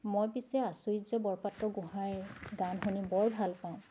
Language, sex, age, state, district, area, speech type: Assamese, female, 45-60, Assam, Charaideo, urban, spontaneous